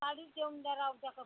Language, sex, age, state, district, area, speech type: Marathi, female, 45-60, Maharashtra, Gondia, rural, conversation